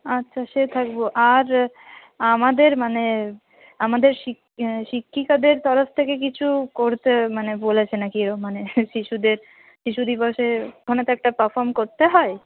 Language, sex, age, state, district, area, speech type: Bengali, female, 30-45, West Bengal, North 24 Parganas, rural, conversation